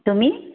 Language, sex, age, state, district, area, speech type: Assamese, female, 30-45, Assam, Lakhimpur, rural, conversation